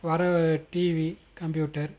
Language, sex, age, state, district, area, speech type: Tamil, male, 30-45, Tamil Nadu, Madurai, urban, spontaneous